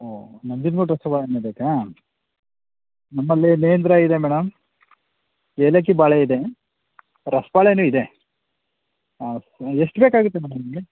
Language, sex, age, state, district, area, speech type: Kannada, male, 45-60, Karnataka, Chamarajanagar, urban, conversation